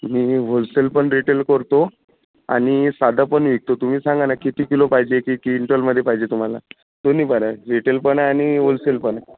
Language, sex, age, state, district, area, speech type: Marathi, male, 30-45, Maharashtra, Amravati, rural, conversation